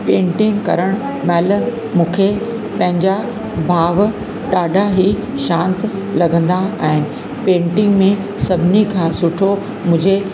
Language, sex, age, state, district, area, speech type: Sindhi, female, 60+, Uttar Pradesh, Lucknow, rural, spontaneous